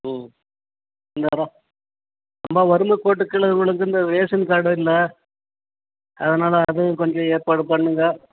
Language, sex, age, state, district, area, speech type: Tamil, male, 45-60, Tamil Nadu, Krishnagiri, rural, conversation